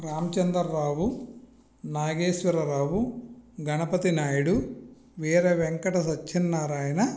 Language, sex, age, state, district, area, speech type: Telugu, male, 45-60, Andhra Pradesh, Visakhapatnam, rural, spontaneous